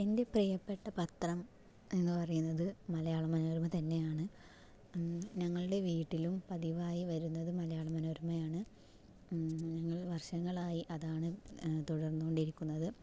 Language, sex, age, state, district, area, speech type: Malayalam, female, 18-30, Kerala, Palakkad, rural, spontaneous